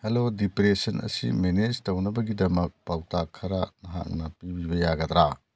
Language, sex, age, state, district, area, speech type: Manipuri, male, 60+, Manipur, Churachandpur, urban, read